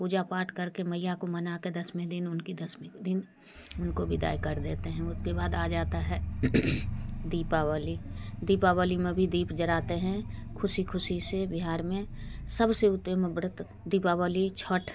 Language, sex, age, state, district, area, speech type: Hindi, female, 45-60, Bihar, Darbhanga, rural, spontaneous